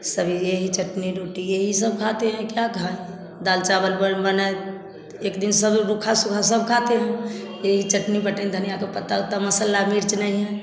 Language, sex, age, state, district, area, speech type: Hindi, female, 60+, Bihar, Samastipur, rural, spontaneous